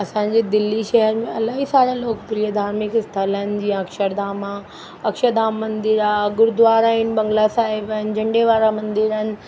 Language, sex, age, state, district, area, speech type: Sindhi, female, 30-45, Delhi, South Delhi, urban, spontaneous